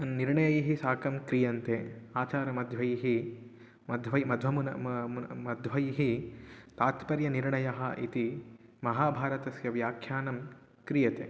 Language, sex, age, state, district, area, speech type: Sanskrit, male, 18-30, Telangana, Mahbubnagar, urban, spontaneous